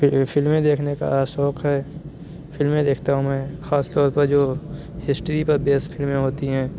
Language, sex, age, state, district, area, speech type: Urdu, male, 45-60, Uttar Pradesh, Aligarh, rural, spontaneous